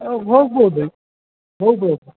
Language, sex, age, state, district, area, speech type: Kannada, male, 60+, Karnataka, Dharwad, rural, conversation